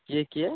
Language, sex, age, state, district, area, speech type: Odia, male, 18-30, Odisha, Jagatsinghpur, rural, conversation